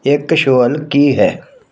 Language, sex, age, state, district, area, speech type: Punjabi, male, 45-60, Punjab, Tarn Taran, rural, read